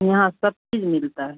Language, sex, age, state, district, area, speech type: Hindi, female, 45-60, Bihar, Madhepura, rural, conversation